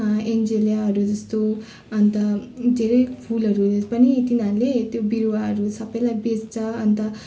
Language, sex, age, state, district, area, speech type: Nepali, female, 30-45, West Bengal, Darjeeling, rural, spontaneous